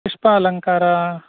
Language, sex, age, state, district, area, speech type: Sanskrit, male, 45-60, Karnataka, Udupi, rural, conversation